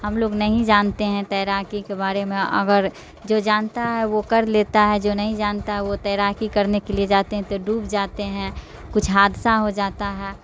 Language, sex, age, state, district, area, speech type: Urdu, female, 45-60, Bihar, Darbhanga, rural, spontaneous